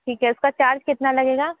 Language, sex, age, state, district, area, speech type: Hindi, female, 18-30, Uttar Pradesh, Sonbhadra, rural, conversation